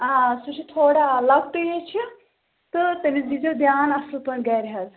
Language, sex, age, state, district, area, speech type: Kashmiri, female, 30-45, Jammu and Kashmir, Pulwama, urban, conversation